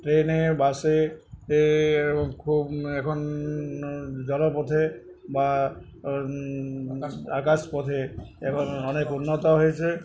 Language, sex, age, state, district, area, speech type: Bengali, male, 60+, West Bengal, Uttar Dinajpur, urban, spontaneous